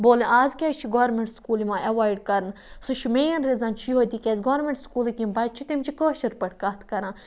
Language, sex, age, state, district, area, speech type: Kashmiri, female, 30-45, Jammu and Kashmir, Budgam, rural, spontaneous